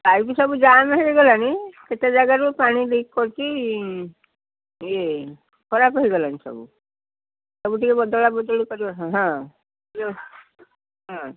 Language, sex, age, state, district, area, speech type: Odia, female, 60+, Odisha, Cuttack, urban, conversation